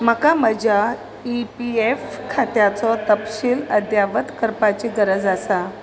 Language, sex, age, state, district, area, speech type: Goan Konkani, female, 60+, Goa, Salcete, urban, read